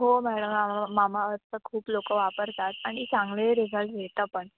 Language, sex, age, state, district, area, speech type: Marathi, female, 18-30, Maharashtra, Mumbai Suburban, urban, conversation